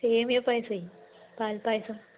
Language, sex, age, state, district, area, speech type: Malayalam, female, 60+, Kerala, Palakkad, rural, conversation